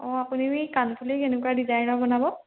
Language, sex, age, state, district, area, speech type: Assamese, female, 18-30, Assam, Majuli, urban, conversation